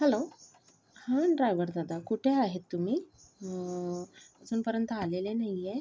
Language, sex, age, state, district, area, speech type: Marathi, female, 45-60, Maharashtra, Yavatmal, rural, spontaneous